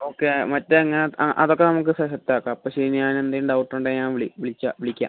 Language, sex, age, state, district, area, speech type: Malayalam, male, 18-30, Kerala, Kollam, rural, conversation